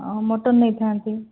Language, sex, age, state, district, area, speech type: Odia, female, 60+, Odisha, Kandhamal, rural, conversation